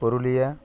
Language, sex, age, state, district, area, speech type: Santali, male, 18-30, West Bengal, Purulia, rural, spontaneous